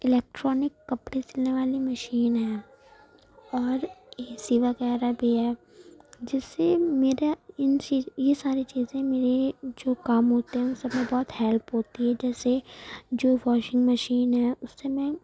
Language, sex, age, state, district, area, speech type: Urdu, female, 18-30, Uttar Pradesh, Gautam Buddha Nagar, urban, spontaneous